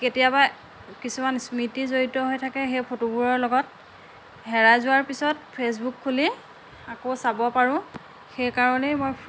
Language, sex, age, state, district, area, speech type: Assamese, female, 45-60, Assam, Lakhimpur, rural, spontaneous